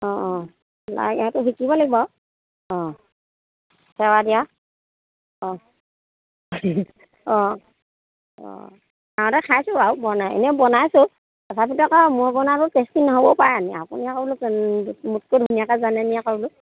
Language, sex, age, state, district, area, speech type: Assamese, female, 30-45, Assam, Charaideo, rural, conversation